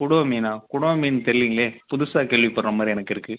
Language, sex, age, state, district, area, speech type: Tamil, male, 18-30, Tamil Nadu, Kallakurichi, urban, conversation